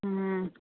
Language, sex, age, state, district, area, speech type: Gujarati, female, 30-45, Gujarat, Ahmedabad, urban, conversation